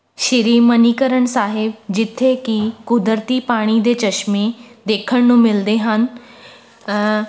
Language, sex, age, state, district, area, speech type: Punjabi, female, 18-30, Punjab, Rupnagar, urban, spontaneous